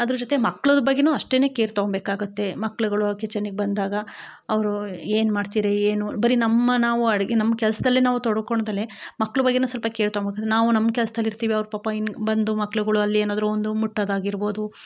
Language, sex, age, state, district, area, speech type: Kannada, female, 45-60, Karnataka, Chikkamagaluru, rural, spontaneous